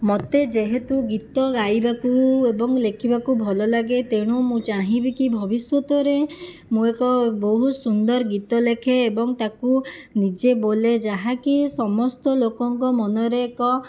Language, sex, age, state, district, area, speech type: Odia, female, 18-30, Odisha, Jajpur, rural, spontaneous